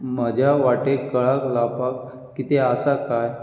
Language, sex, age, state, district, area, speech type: Goan Konkani, male, 45-60, Goa, Bardez, urban, read